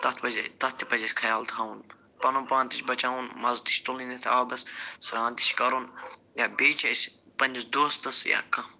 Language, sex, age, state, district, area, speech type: Kashmiri, male, 45-60, Jammu and Kashmir, Budgam, urban, spontaneous